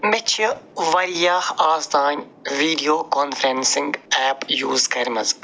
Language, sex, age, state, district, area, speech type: Kashmiri, male, 45-60, Jammu and Kashmir, Budgam, urban, spontaneous